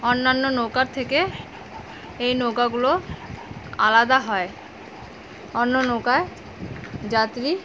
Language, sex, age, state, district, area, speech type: Bengali, female, 30-45, West Bengal, Alipurduar, rural, spontaneous